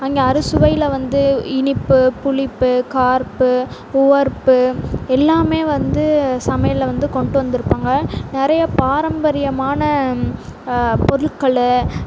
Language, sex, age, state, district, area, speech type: Tamil, female, 18-30, Tamil Nadu, Sivaganga, rural, spontaneous